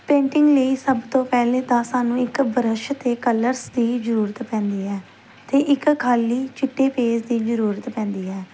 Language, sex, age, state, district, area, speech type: Punjabi, female, 18-30, Punjab, Pathankot, rural, spontaneous